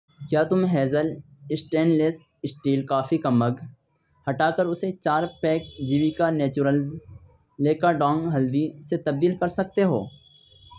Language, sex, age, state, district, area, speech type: Urdu, male, 18-30, Uttar Pradesh, Ghaziabad, urban, read